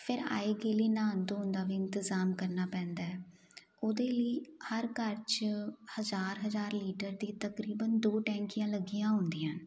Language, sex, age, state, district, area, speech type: Punjabi, female, 30-45, Punjab, Jalandhar, urban, spontaneous